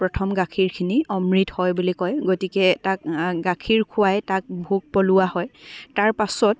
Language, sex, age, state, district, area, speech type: Assamese, female, 30-45, Assam, Dibrugarh, rural, spontaneous